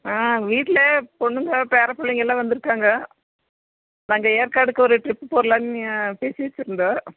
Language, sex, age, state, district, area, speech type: Tamil, female, 60+, Tamil Nadu, Nilgiris, rural, conversation